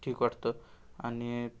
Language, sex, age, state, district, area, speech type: Marathi, male, 18-30, Maharashtra, Sangli, urban, spontaneous